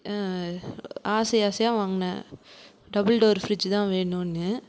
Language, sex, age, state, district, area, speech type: Tamil, female, 18-30, Tamil Nadu, Krishnagiri, rural, spontaneous